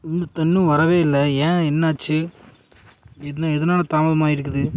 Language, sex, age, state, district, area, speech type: Tamil, male, 18-30, Tamil Nadu, Tiruppur, rural, spontaneous